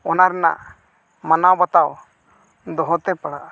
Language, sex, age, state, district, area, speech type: Santali, male, 45-60, Odisha, Mayurbhanj, rural, spontaneous